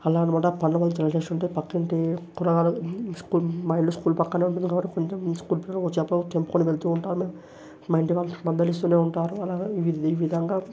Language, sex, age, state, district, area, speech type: Telugu, male, 18-30, Telangana, Vikarabad, urban, spontaneous